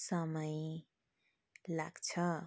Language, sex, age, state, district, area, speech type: Nepali, female, 30-45, West Bengal, Darjeeling, rural, read